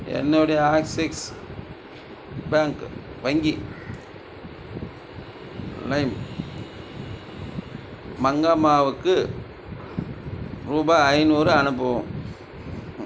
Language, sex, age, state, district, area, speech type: Tamil, male, 60+, Tamil Nadu, Dharmapuri, rural, read